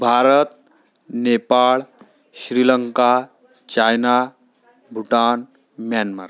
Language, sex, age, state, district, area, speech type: Marathi, male, 18-30, Maharashtra, Amravati, urban, spontaneous